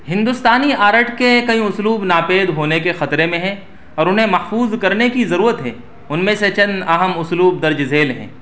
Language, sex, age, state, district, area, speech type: Urdu, male, 30-45, Uttar Pradesh, Saharanpur, urban, spontaneous